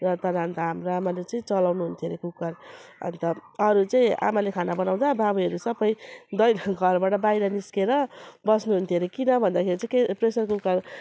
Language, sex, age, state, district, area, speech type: Nepali, female, 30-45, West Bengal, Jalpaiguri, urban, spontaneous